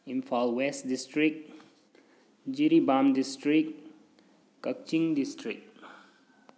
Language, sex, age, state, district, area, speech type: Manipuri, male, 30-45, Manipur, Thoubal, rural, spontaneous